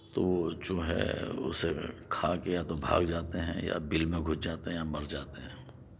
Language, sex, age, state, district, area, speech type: Urdu, male, 45-60, Delhi, Central Delhi, urban, spontaneous